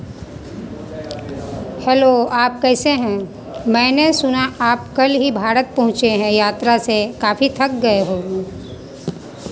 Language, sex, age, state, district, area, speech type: Hindi, female, 45-60, Bihar, Madhepura, rural, read